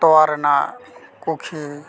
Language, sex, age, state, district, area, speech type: Santali, male, 30-45, West Bengal, Paschim Bardhaman, rural, spontaneous